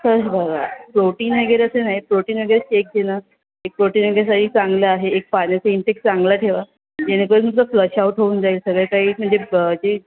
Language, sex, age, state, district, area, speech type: Marathi, female, 18-30, Maharashtra, Thane, urban, conversation